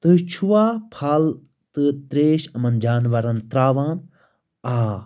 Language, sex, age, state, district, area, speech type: Kashmiri, male, 18-30, Jammu and Kashmir, Baramulla, rural, spontaneous